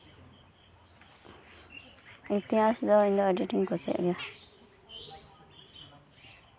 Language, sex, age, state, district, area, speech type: Santali, female, 18-30, West Bengal, Birbhum, rural, spontaneous